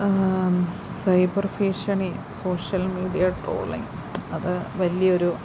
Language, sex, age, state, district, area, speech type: Malayalam, female, 30-45, Kerala, Alappuzha, rural, spontaneous